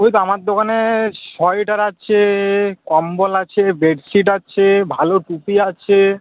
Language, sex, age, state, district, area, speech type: Bengali, male, 18-30, West Bengal, Howrah, urban, conversation